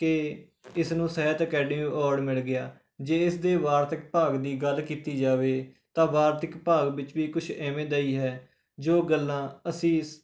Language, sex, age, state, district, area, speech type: Punjabi, male, 18-30, Punjab, Rupnagar, rural, spontaneous